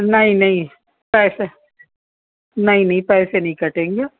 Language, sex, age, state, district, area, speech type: Urdu, female, 60+, Uttar Pradesh, Rampur, urban, conversation